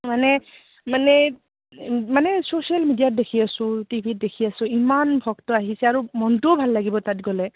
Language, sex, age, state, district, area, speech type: Assamese, female, 30-45, Assam, Goalpara, urban, conversation